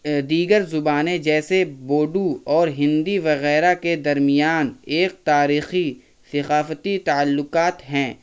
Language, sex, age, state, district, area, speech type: Urdu, male, 30-45, Bihar, Araria, rural, spontaneous